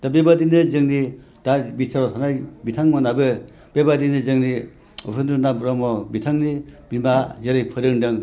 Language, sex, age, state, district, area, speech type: Bodo, male, 60+, Assam, Chirang, rural, spontaneous